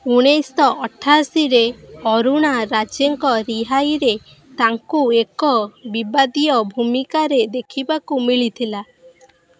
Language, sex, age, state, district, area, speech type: Odia, female, 18-30, Odisha, Kendrapara, urban, read